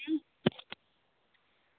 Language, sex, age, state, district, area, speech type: Santali, female, 18-30, West Bengal, Bankura, rural, conversation